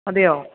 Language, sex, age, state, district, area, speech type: Malayalam, female, 30-45, Kerala, Idukki, rural, conversation